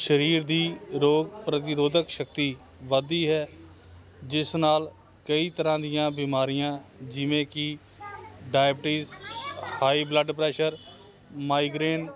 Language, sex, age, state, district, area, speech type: Punjabi, male, 30-45, Punjab, Hoshiarpur, urban, spontaneous